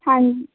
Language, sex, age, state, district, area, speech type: Punjabi, female, 18-30, Punjab, Mansa, rural, conversation